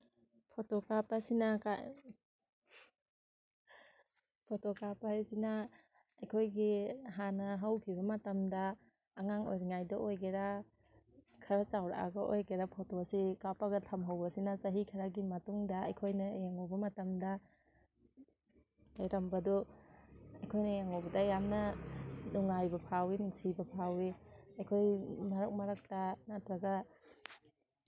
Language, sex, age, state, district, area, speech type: Manipuri, female, 30-45, Manipur, Imphal East, rural, spontaneous